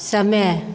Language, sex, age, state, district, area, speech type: Hindi, female, 45-60, Bihar, Begusarai, rural, read